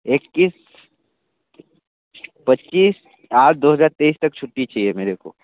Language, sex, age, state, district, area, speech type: Hindi, male, 18-30, Uttar Pradesh, Sonbhadra, rural, conversation